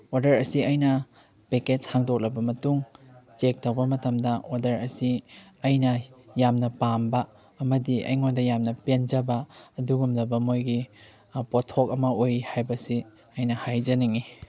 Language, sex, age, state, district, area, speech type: Manipuri, male, 30-45, Manipur, Chandel, rural, spontaneous